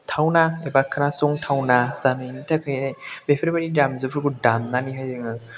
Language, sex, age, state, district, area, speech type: Bodo, male, 18-30, Assam, Chirang, rural, spontaneous